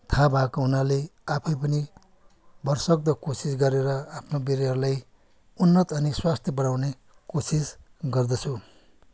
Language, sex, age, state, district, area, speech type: Nepali, male, 60+, West Bengal, Kalimpong, rural, spontaneous